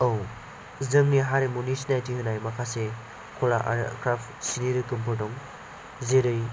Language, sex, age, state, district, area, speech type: Bodo, male, 18-30, Assam, Chirang, urban, spontaneous